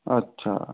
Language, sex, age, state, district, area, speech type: Hindi, male, 45-60, Rajasthan, Karauli, rural, conversation